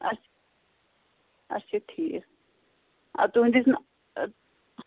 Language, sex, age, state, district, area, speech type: Kashmiri, female, 18-30, Jammu and Kashmir, Pulwama, rural, conversation